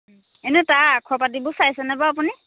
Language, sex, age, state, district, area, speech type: Assamese, female, 30-45, Assam, Majuli, urban, conversation